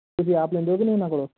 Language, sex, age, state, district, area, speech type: Punjabi, male, 18-30, Punjab, Shaheed Bhagat Singh Nagar, urban, conversation